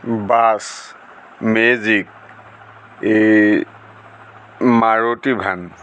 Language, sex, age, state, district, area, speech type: Assamese, male, 60+, Assam, Golaghat, urban, spontaneous